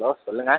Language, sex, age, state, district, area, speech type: Tamil, male, 30-45, Tamil Nadu, Mayiladuthurai, urban, conversation